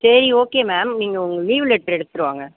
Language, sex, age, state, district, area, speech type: Tamil, male, 18-30, Tamil Nadu, Mayiladuthurai, urban, conversation